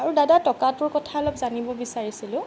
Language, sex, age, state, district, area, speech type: Assamese, female, 30-45, Assam, Sonitpur, rural, spontaneous